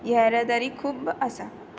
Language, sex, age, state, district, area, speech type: Goan Konkani, female, 18-30, Goa, Tiswadi, rural, read